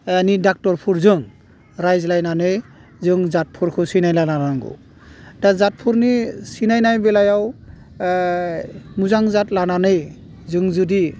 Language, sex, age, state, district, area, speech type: Bodo, male, 45-60, Assam, Udalguri, rural, spontaneous